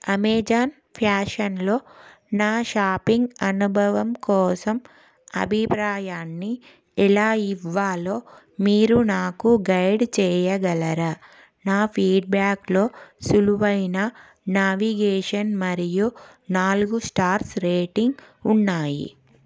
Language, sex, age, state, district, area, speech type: Telugu, female, 30-45, Telangana, Karimnagar, urban, read